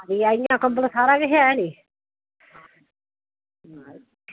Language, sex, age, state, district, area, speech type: Dogri, female, 60+, Jammu and Kashmir, Udhampur, rural, conversation